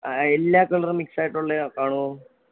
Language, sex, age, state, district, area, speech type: Malayalam, male, 18-30, Kerala, Wayanad, rural, conversation